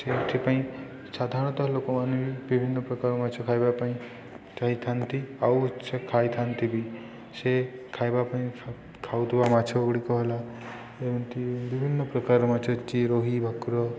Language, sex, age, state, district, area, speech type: Odia, male, 18-30, Odisha, Subarnapur, urban, spontaneous